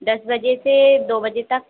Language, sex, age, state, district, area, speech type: Hindi, female, 18-30, Madhya Pradesh, Harda, urban, conversation